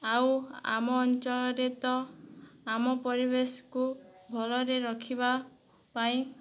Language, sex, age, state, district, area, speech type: Odia, female, 18-30, Odisha, Boudh, rural, spontaneous